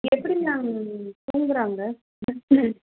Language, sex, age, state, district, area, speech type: Tamil, female, 30-45, Tamil Nadu, Kanchipuram, urban, conversation